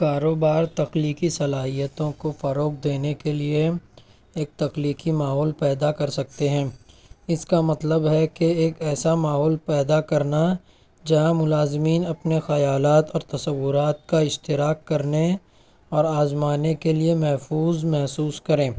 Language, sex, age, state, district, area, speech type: Urdu, male, 18-30, Maharashtra, Nashik, urban, spontaneous